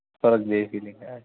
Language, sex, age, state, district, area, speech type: Gujarati, male, 18-30, Gujarat, Kutch, rural, conversation